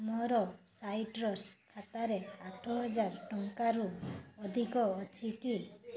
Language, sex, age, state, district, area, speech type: Odia, female, 30-45, Odisha, Mayurbhanj, rural, read